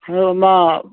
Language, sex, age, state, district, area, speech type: Manipuri, male, 45-60, Manipur, Churachandpur, rural, conversation